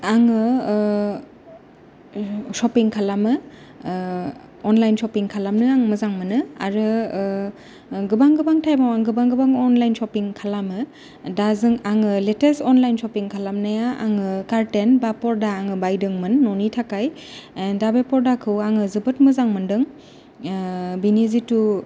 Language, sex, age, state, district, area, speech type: Bodo, female, 30-45, Assam, Kokrajhar, rural, spontaneous